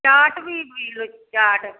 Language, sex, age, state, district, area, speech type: Punjabi, female, 45-60, Punjab, Firozpur, rural, conversation